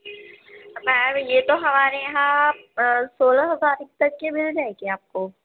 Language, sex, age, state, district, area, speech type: Urdu, female, 18-30, Uttar Pradesh, Gautam Buddha Nagar, urban, conversation